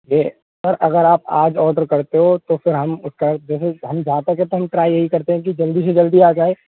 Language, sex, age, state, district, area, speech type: Hindi, male, 18-30, Rajasthan, Bharatpur, urban, conversation